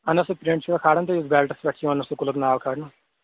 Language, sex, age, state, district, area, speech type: Kashmiri, male, 18-30, Jammu and Kashmir, Kulgam, rural, conversation